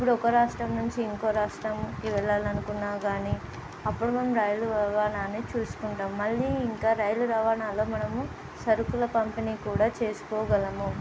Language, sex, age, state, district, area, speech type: Telugu, female, 18-30, Telangana, Nizamabad, urban, spontaneous